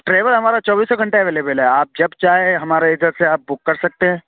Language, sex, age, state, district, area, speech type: Urdu, male, 30-45, Uttar Pradesh, Lucknow, rural, conversation